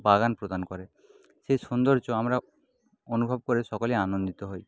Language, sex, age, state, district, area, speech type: Bengali, male, 30-45, West Bengal, Paschim Medinipur, rural, spontaneous